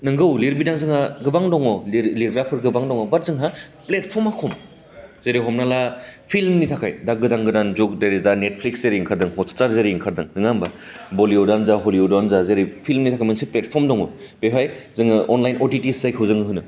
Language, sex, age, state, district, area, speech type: Bodo, male, 30-45, Assam, Baksa, urban, spontaneous